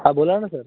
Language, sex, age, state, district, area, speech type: Marathi, male, 18-30, Maharashtra, Thane, urban, conversation